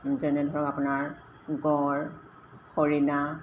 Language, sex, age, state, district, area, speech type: Assamese, female, 45-60, Assam, Golaghat, urban, spontaneous